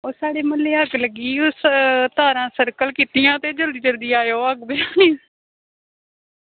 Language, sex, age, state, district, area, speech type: Dogri, female, 18-30, Jammu and Kashmir, Samba, rural, conversation